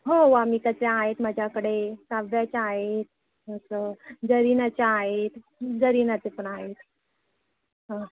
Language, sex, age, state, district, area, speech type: Marathi, female, 45-60, Maharashtra, Ratnagiri, rural, conversation